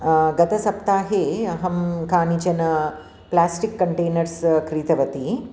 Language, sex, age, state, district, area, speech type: Sanskrit, female, 45-60, Andhra Pradesh, Krishna, urban, spontaneous